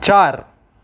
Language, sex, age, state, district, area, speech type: Marathi, male, 18-30, Maharashtra, Mumbai Suburban, urban, read